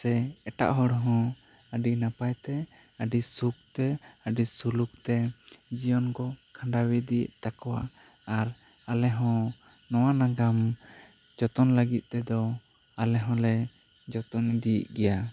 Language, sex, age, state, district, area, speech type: Santali, male, 18-30, West Bengal, Bankura, rural, spontaneous